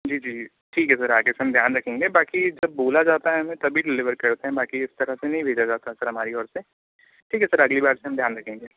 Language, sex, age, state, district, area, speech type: Hindi, male, 18-30, Madhya Pradesh, Seoni, urban, conversation